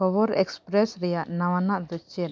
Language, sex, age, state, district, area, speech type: Santali, female, 45-60, Jharkhand, Bokaro, rural, read